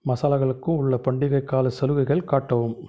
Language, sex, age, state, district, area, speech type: Tamil, male, 45-60, Tamil Nadu, Krishnagiri, rural, read